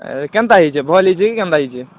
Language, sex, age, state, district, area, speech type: Odia, male, 18-30, Odisha, Kalahandi, rural, conversation